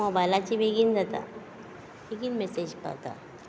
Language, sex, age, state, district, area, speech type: Goan Konkani, female, 45-60, Goa, Quepem, rural, spontaneous